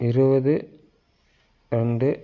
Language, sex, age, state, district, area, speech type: Tamil, male, 18-30, Tamil Nadu, Dharmapuri, urban, spontaneous